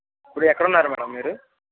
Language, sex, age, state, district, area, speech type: Telugu, male, 18-30, Andhra Pradesh, Guntur, rural, conversation